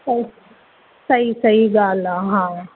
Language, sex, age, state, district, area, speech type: Sindhi, female, 30-45, Gujarat, Surat, urban, conversation